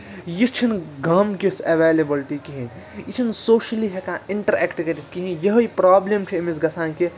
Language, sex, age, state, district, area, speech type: Kashmiri, male, 18-30, Jammu and Kashmir, Ganderbal, rural, spontaneous